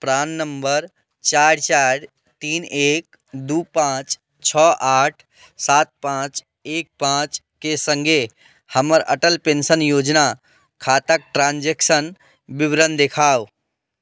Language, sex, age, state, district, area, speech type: Maithili, male, 30-45, Bihar, Muzaffarpur, rural, read